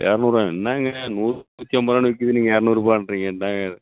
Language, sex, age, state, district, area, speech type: Tamil, male, 30-45, Tamil Nadu, Kallakurichi, rural, conversation